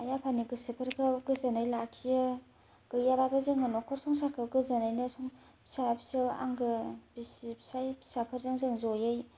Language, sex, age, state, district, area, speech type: Bodo, other, 30-45, Assam, Kokrajhar, rural, spontaneous